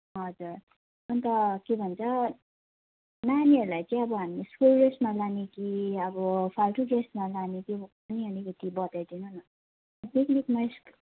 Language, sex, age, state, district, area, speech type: Nepali, female, 18-30, West Bengal, Kalimpong, rural, conversation